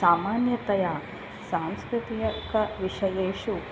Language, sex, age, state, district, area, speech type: Sanskrit, female, 30-45, Karnataka, Bangalore Urban, urban, spontaneous